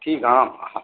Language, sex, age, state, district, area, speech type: Hindi, male, 60+, Uttar Pradesh, Azamgarh, urban, conversation